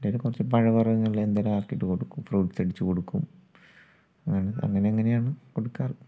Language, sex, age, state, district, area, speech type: Malayalam, male, 18-30, Kerala, Wayanad, rural, spontaneous